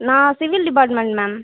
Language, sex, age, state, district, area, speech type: Tamil, female, 18-30, Tamil Nadu, Cuddalore, rural, conversation